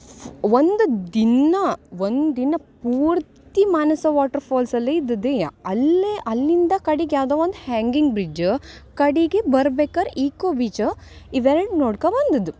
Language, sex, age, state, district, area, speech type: Kannada, female, 18-30, Karnataka, Uttara Kannada, rural, spontaneous